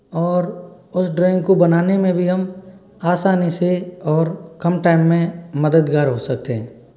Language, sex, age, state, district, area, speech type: Hindi, male, 60+, Rajasthan, Karauli, rural, spontaneous